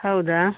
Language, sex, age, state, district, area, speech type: Kannada, female, 60+, Karnataka, Udupi, rural, conversation